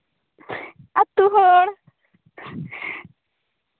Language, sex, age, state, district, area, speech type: Santali, female, 18-30, Jharkhand, Seraikela Kharsawan, rural, conversation